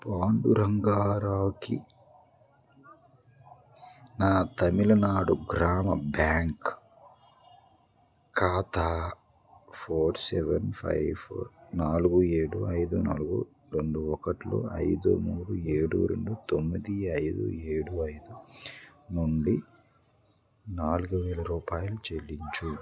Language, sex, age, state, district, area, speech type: Telugu, male, 30-45, Andhra Pradesh, Krishna, urban, read